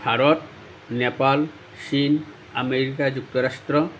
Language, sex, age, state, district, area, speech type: Assamese, male, 45-60, Assam, Nalbari, rural, spontaneous